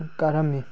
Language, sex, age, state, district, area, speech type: Manipuri, male, 18-30, Manipur, Tengnoupal, urban, spontaneous